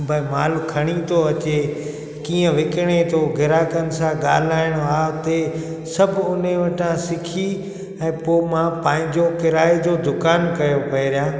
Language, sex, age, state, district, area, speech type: Sindhi, male, 45-60, Gujarat, Junagadh, rural, spontaneous